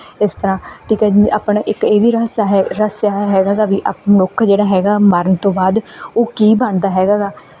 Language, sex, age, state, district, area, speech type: Punjabi, female, 18-30, Punjab, Bathinda, rural, spontaneous